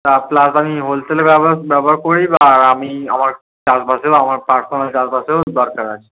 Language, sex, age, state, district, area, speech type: Bengali, male, 18-30, West Bengal, Darjeeling, rural, conversation